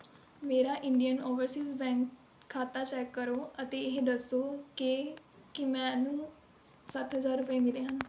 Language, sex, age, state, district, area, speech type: Punjabi, female, 18-30, Punjab, Rupnagar, rural, read